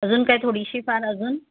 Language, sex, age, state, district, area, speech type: Marathi, female, 45-60, Maharashtra, Mumbai Suburban, urban, conversation